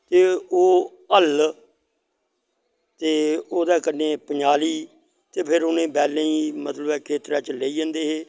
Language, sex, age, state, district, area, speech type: Dogri, male, 60+, Jammu and Kashmir, Samba, rural, spontaneous